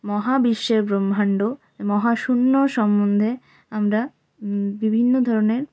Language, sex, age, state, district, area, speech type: Bengali, female, 18-30, West Bengal, Jalpaiguri, rural, spontaneous